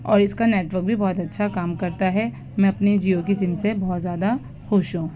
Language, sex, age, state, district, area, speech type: Urdu, female, 18-30, Delhi, East Delhi, urban, spontaneous